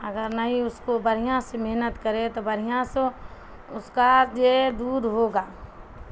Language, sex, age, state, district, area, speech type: Urdu, female, 60+, Bihar, Darbhanga, rural, spontaneous